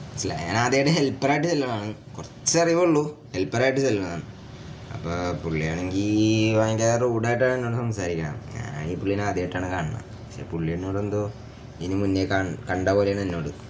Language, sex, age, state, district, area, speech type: Malayalam, male, 18-30, Kerala, Palakkad, rural, spontaneous